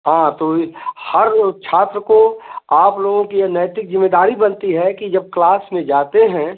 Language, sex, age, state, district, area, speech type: Hindi, male, 45-60, Uttar Pradesh, Azamgarh, rural, conversation